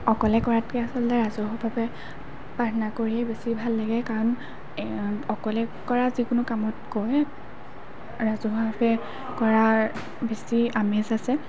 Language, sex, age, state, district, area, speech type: Assamese, female, 18-30, Assam, Golaghat, urban, spontaneous